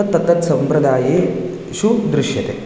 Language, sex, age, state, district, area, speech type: Sanskrit, male, 18-30, Karnataka, Raichur, urban, spontaneous